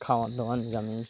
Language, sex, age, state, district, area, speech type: Bengali, male, 45-60, West Bengal, Birbhum, urban, spontaneous